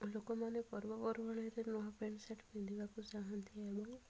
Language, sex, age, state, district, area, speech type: Odia, female, 30-45, Odisha, Rayagada, rural, spontaneous